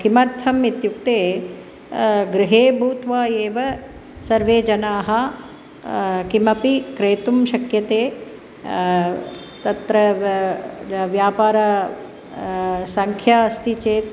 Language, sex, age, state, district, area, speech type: Sanskrit, female, 45-60, Tamil Nadu, Chennai, urban, spontaneous